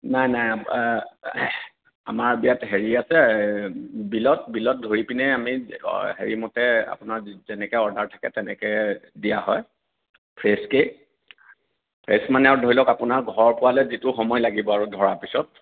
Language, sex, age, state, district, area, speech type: Assamese, male, 45-60, Assam, Lakhimpur, rural, conversation